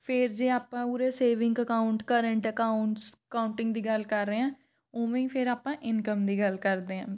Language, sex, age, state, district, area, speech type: Punjabi, female, 18-30, Punjab, Fatehgarh Sahib, rural, spontaneous